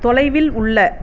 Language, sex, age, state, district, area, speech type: Tamil, female, 45-60, Tamil Nadu, Viluppuram, urban, read